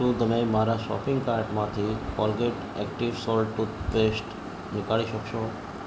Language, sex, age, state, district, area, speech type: Gujarati, male, 45-60, Gujarat, Ahmedabad, urban, read